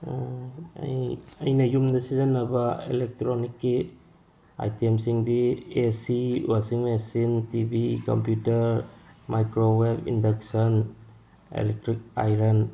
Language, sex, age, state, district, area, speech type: Manipuri, male, 45-60, Manipur, Tengnoupal, rural, spontaneous